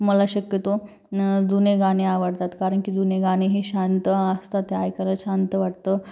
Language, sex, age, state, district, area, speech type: Marathi, female, 18-30, Maharashtra, Jalna, urban, spontaneous